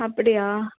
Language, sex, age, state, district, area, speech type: Tamil, female, 18-30, Tamil Nadu, Tiruvallur, urban, conversation